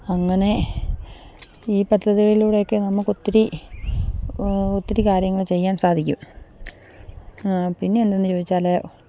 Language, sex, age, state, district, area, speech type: Malayalam, female, 45-60, Kerala, Idukki, rural, spontaneous